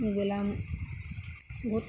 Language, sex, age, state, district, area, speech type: Bodo, female, 30-45, Assam, Goalpara, rural, spontaneous